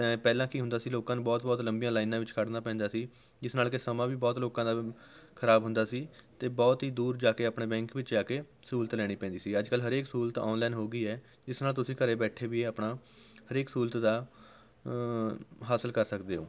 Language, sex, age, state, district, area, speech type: Punjabi, male, 18-30, Punjab, Rupnagar, rural, spontaneous